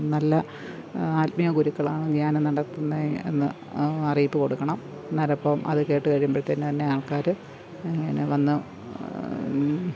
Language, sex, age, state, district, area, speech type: Malayalam, female, 60+, Kerala, Pathanamthitta, rural, spontaneous